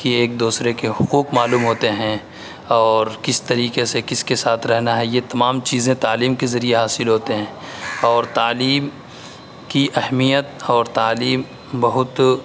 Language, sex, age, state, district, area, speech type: Urdu, male, 18-30, Uttar Pradesh, Saharanpur, urban, spontaneous